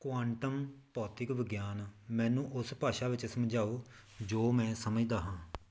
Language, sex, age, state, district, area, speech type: Punjabi, male, 30-45, Punjab, Tarn Taran, rural, read